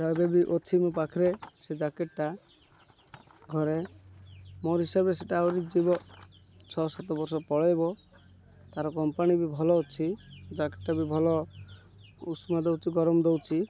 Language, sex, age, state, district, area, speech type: Odia, male, 30-45, Odisha, Malkangiri, urban, spontaneous